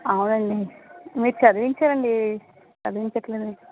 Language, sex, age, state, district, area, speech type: Telugu, female, 18-30, Andhra Pradesh, Vizianagaram, rural, conversation